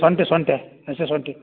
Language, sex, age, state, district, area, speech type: Kannada, male, 60+, Karnataka, Dharwad, rural, conversation